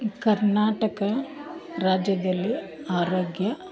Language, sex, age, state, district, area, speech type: Kannada, female, 30-45, Karnataka, Dharwad, urban, spontaneous